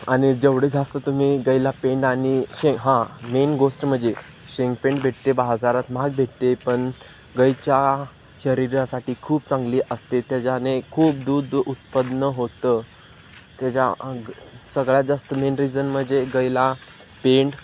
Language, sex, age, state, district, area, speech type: Marathi, male, 18-30, Maharashtra, Sangli, rural, spontaneous